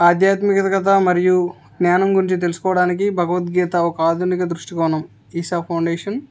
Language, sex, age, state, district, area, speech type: Telugu, male, 18-30, Andhra Pradesh, N T Rama Rao, urban, spontaneous